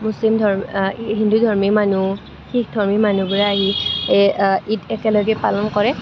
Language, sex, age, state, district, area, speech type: Assamese, female, 18-30, Assam, Kamrup Metropolitan, urban, spontaneous